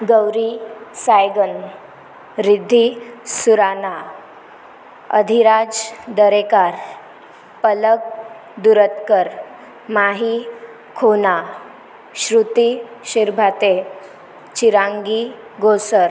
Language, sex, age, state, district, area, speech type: Marathi, female, 18-30, Maharashtra, Washim, rural, spontaneous